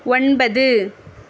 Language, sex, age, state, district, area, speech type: Tamil, female, 18-30, Tamil Nadu, Tiruvarur, rural, read